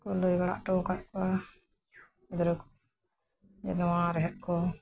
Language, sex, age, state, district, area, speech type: Santali, female, 60+, West Bengal, Bankura, rural, spontaneous